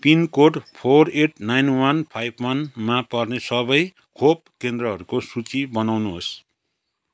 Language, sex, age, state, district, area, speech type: Nepali, male, 60+, West Bengal, Kalimpong, rural, read